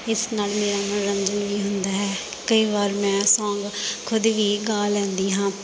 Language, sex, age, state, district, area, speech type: Punjabi, female, 18-30, Punjab, Bathinda, rural, spontaneous